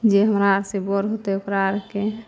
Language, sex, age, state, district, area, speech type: Maithili, female, 18-30, Bihar, Samastipur, rural, spontaneous